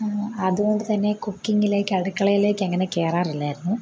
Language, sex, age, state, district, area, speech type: Malayalam, female, 18-30, Kerala, Kottayam, rural, spontaneous